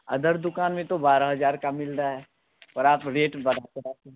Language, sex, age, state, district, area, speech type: Hindi, male, 18-30, Bihar, Darbhanga, rural, conversation